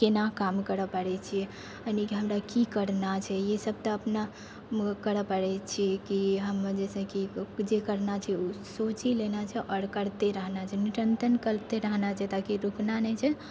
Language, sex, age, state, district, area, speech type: Maithili, female, 18-30, Bihar, Purnia, rural, spontaneous